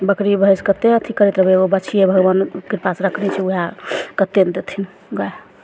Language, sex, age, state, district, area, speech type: Maithili, female, 60+, Bihar, Begusarai, urban, spontaneous